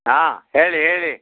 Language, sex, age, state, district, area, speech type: Kannada, male, 60+, Karnataka, Udupi, rural, conversation